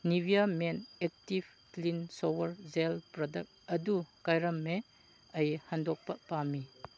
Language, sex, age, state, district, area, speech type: Manipuri, male, 30-45, Manipur, Chandel, rural, read